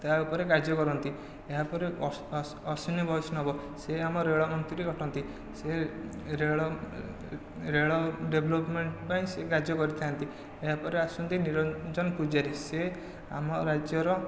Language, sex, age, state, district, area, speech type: Odia, male, 18-30, Odisha, Khordha, rural, spontaneous